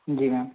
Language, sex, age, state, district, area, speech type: Hindi, male, 60+, Madhya Pradesh, Bhopal, urban, conversation